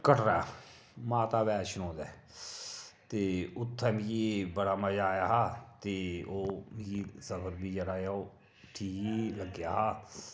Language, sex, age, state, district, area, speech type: Dogri, male, 45-60, Jammu and Kashmir, Kathua, rural, spontaneous